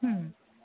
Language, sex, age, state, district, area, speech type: Bengali, female, 18-30, West Bengal, Darjeeling, rural, conversation